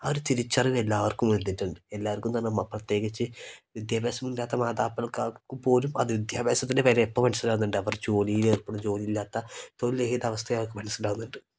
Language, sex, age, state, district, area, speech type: Malayalam, male, 18-30, Kerala, Kozhikode, rural, spontaneous